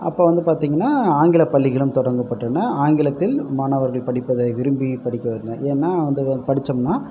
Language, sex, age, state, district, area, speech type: Tamil, male, 30-45, Tamil Nadu, Pudukkottai, rural, spontaneous